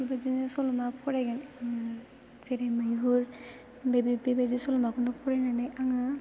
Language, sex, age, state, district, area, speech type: Bodo, female, 18-30, Assam, Chirang, urban, spontaneous